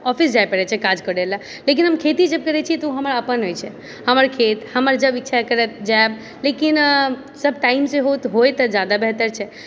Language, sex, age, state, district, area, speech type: Maithili, female, 30-45, Bihar, Purnia, rural, spontaneous